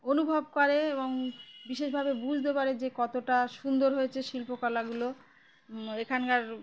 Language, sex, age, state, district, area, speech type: Bengali, female, 30-45, West Bengal, Uttar Dinajpur, urban, spontaneous